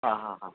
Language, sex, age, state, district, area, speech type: Sanskrit, male, 45-60, Karnataka, Shimoga, rural, conversation